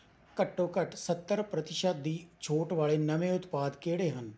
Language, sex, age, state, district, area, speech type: Punjabi, male, 45-60, Punjab, Rupnagar, rural, read